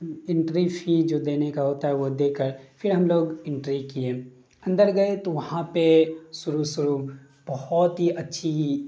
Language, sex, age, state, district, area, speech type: Urdu, male, 18-30, Bihar, Darbhanga, rural, spontaneous